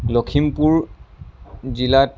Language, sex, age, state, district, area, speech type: Assamese, male, 30-45, Assam, Lakhimpur, rural, spontaneous